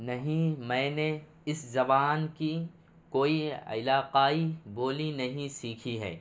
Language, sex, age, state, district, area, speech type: Urdu, male, 18-30, Bihar, Purnia, rural, spontaneous